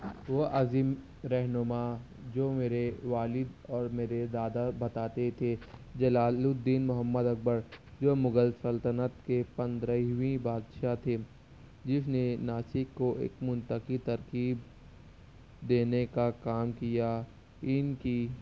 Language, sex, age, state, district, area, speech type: Urdu, male, 18-30, Maharashtra, Nashik, rural, spontaneous